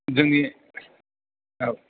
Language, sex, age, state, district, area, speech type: Bodo, male, 60+, Assam, Chirang, urban, conversation